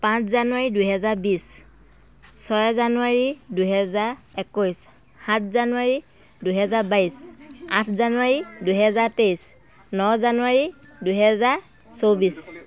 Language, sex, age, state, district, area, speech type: Assamese, female, 45-60, Assam, Dhemaji, rural, spontaneous